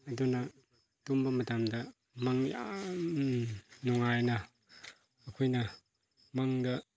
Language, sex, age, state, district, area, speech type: Manipuri, male, 30-45, Manipur, Chandel, rural, spontaneous